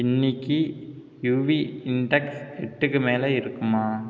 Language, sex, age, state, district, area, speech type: Tamil, male, 30-45, Tamil Nadu, Ariyalur, rural, read